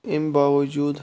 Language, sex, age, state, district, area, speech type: Kashmiri, male, 30-45, Jammu and Kashmir, Bandipora, rural, spontaneous